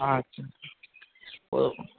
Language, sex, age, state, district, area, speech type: Bengali, male, 60+, West Bengal, Nadia, rural, conversation